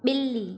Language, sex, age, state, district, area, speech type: Sindhi, female, 18-30, Maharashtra, Thane, urban, read